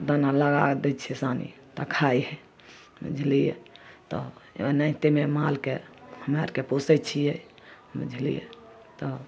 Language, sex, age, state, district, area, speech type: Maithili, female, 30-45, Bihar, Samastipur, rural, spontaneous